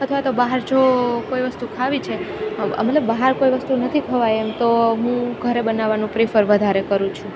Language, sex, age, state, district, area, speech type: Gujarati, female, 18-30, Gujarat, Junagadh, rural, spontaneous